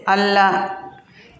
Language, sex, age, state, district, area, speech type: Kannada, female, 45-60, Karnataka, Bangalore Rural, rural, read